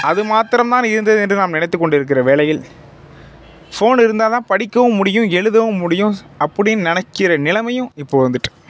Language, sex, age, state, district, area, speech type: Tamil, male, 45-60, Tamil Nadu, Tiruvarur, urban, spontaneous